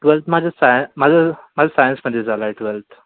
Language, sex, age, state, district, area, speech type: Marathi, male, 18-30, Maharashtra, Yavatmal, urban, conversation